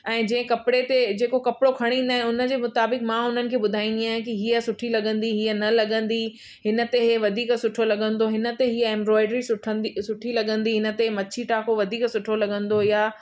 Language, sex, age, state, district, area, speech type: Sindhi, female, 45-60, Rajasthan, Ajmer, urban, spontaneous